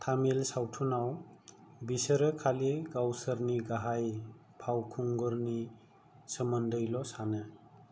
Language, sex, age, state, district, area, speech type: Bodo, male, 45-60, Assam, Kokrajhar, rural, read